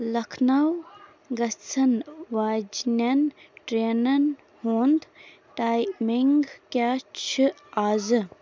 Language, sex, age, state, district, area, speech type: Kashmiri, female, 18-30, Jammu and Kashmir, Baramulla, rural, read